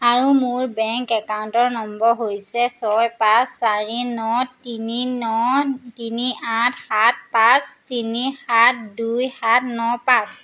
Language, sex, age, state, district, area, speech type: Assamese, female, 18-30, Assam, Majuli, urban, read